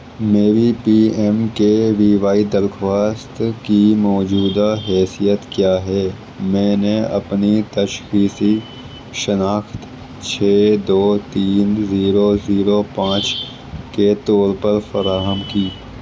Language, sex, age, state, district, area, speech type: Urdu, male, 18-30, Delhi, East Delhi, urban, read